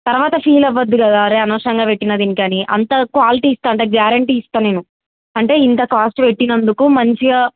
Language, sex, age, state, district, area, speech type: Telugu, female, 18-30, Telangana, Mulugu, urban, conversation